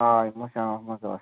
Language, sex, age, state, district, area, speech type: Kashmiri, male, 30-45, Jammu and Kashmir, Ganderbal, rural, conversation